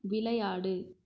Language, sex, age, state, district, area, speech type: Tamil, female, 18-30, Tamil Nadu, Krishnagiri, rural, read